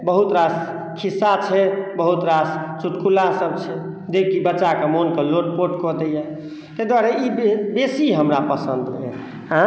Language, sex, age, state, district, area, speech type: Maithili, male, 60+, Bihar, Madhubani, urban, spontaneous